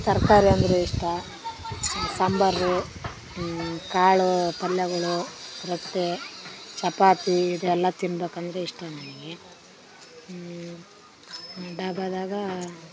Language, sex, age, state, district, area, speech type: Kannada, female, 18-30, Karnataka, Vijayanagara, rural, spontaneous